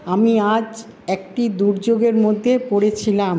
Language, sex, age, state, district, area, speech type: Bengali, female, 45-60, West Bengal, Paschim Bardhaman, urban, read